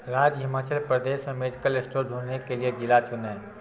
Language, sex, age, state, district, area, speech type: Hindi, male, 30-45, Bihar, Darbhanga, rural, read